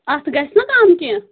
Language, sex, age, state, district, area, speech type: Kashmiri, female, 18-30, Jammu and Kashmir, Anantnag, rural, conversation